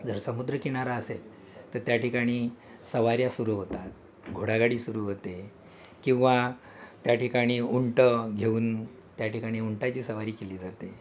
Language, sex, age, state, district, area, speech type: Marathi, male, 60+, Maharashtra, Thane, rural, spontaneous